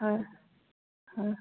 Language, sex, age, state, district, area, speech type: Assamese, female, 18-30, Assam, Goalpara, urban, conversation